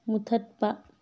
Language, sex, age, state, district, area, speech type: Manipuri, female, 18-30, Manipur, Tengnoupal, rural, read